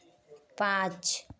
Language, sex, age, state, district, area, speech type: Hindi, female, 18-30, Uttar Pradesh, Azamgarh, rural, read